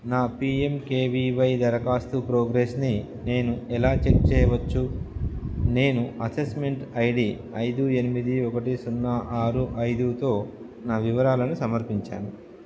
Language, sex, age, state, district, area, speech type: Telugu, male, 30-45, Andhra Pradesh, Nellore, urban, read